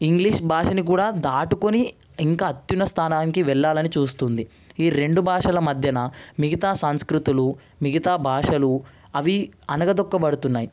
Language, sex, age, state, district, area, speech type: Telugu, male, 18-30, Telangana, Ranga Reddy, urban, spontaneous